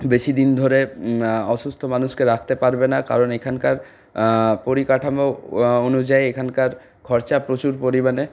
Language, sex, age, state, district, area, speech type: Bengali, male, 45-60, West Bengal, Purulia, urban, spontaneous